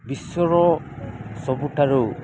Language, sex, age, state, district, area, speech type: Odia, male, 18-30, Odisha, Nabarangpur, urban, spontaneous